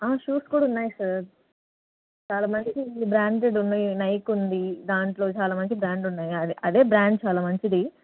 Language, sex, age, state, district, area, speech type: Telugu, female, 30-45, Andhra Pradesh, Nellore, urban, conversation